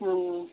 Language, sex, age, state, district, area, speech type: Gujarati, female, 60+, Gujarat, Kheda, rural, conversation